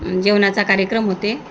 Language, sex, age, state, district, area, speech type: Marathi, female, 45-60, Maharashtra, Nagpur, rural, spontaneous